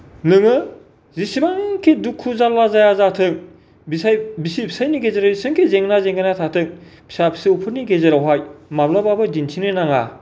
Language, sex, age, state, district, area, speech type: Bodo, male, 45-60, Assam, Kokrajhar, rural, spontaneous